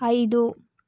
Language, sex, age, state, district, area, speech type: Kannada, female, 30-45, Karnataka, Tumkur, rural, read